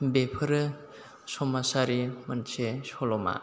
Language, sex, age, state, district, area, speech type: Bodo, male, 30-45, Assam, Chirang, rural, spontaneous